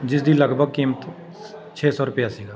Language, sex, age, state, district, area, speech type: Punjabi, male, 30-45, Punjab, Patiala, urban, spontaneous